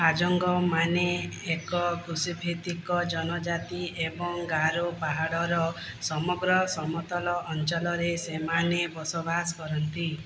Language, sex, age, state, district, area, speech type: Odia, female, 45-60, Odisha, Boudh, rural, read